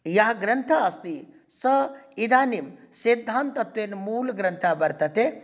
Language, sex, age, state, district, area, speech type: Sanskrit, male, 45-60, Bihar, Darbhanga, urban, spontaneous